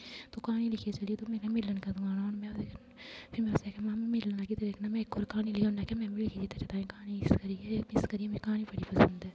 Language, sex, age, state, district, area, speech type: Dogri, female, 18-30, Jammu and Kashmir, Kathua, rural, spontaneous